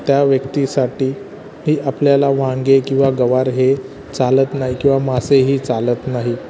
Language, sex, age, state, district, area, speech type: Marathi, male, 30-45, Maharashtra, Thane, urban, spontaneous